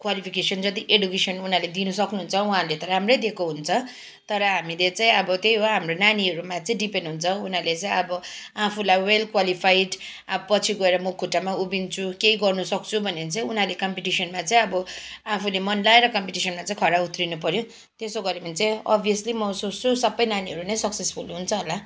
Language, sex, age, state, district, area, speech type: Nepali, female, 45-60, West Bengal, Kalimpong, rural, spontaneous